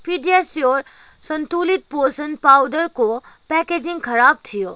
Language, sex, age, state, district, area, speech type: Nepali, female, 18-30, West Bengal, Kalimpong, rural, read